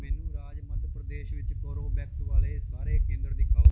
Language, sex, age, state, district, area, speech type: Punjabi, male, 30-45, Punjab, Bathinda, urban, read